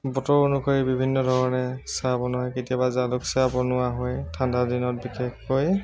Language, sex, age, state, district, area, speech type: Assamese, male, 30-45, Assam, Tinsukia, rural, spontaneous